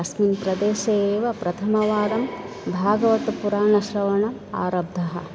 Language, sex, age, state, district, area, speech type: Sanskrit, female, 45-60, Karnataka, Bangalore Urban, urban, spontaneous